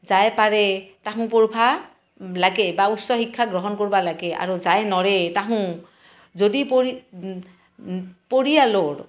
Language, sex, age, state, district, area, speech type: Assamese, female, 45-60, Assam, Barpeta, rural, spontaneous